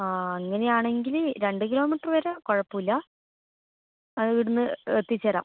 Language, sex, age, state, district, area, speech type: Malayalam, female, 18-30, Kerala, Kannur, rural, conversation